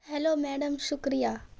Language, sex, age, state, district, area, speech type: Urdu, female, 18-30, Bihar, Khagaria, rural, read